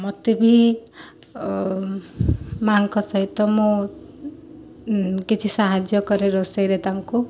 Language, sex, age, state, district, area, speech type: Odia, female, 18-30, Odisha, Kendrapara, urban, spontaneous